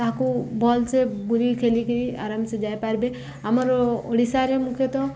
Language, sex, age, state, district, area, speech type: Odia, female, 30-45, Odisha, Subarnapur, urban, spontaneous